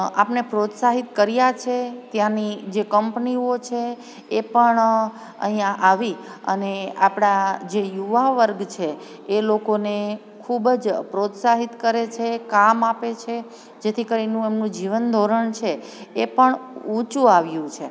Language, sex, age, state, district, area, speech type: Gujarati, female, 45-60, Gujarat, Amreli, urban, spontaneous